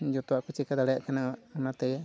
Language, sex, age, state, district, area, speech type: Santali, male, 45-60, Odisha, Mayurbhanj, rural, spontaneous